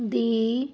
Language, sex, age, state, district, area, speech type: Punjabi, female, 18-30, Punjab, Fazilka, rural, read